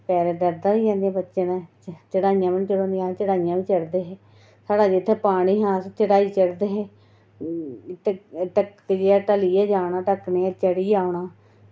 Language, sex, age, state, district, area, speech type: Dogri, female, 30-45, Jammu and Kashmir, Reasi, rural, spontaneous